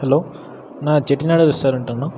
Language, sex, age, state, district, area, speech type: Tamil, male, 18-30, Tamil Nadu, Erode, rural, spontaneous